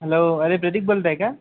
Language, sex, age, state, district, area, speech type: Marathi, male, 18-30, Maharashtra, Wardha, rural, conversation